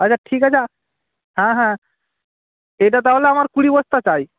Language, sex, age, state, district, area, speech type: Bengali, male, 18-30, West Bengal, Jalpaiguri, rural, conversation